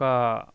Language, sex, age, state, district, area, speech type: Telugu, male, 18-30, Telangana, Ranga Reddy, urban, spontaneous